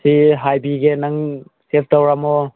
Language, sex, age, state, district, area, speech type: Manipuri, male, 18-30, Manipur, Senapati, rural, conversation